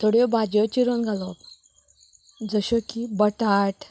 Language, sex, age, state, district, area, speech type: Goan Konkani, female, 30-45, Goa, Canacona, rural, spontaneous